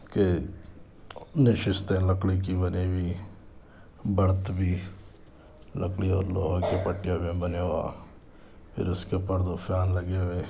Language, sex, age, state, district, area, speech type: Urdu, male, 45-60, Telangana, Hyderabad, urban, spontaneous